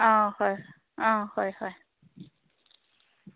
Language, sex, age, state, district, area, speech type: Manipuri, female, 30-45, Manipur, Chandel, rural, conversation